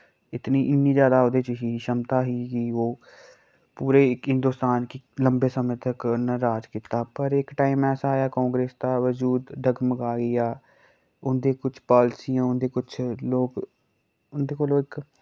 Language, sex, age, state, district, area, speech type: Dogri, male, 18-30, Jammu and Kashmir, Kathua, rural, spontaneous